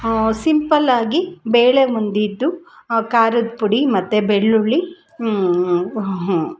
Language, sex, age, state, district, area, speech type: Kannada, female, 45-60, Karnataka, Kolar, urban, spontaneous